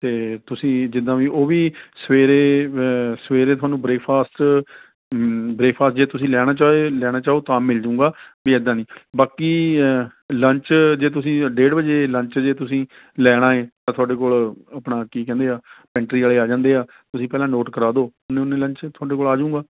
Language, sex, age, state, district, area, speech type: Punjabi, male, 30-45, Punjab, Rupnagar, rural, conversation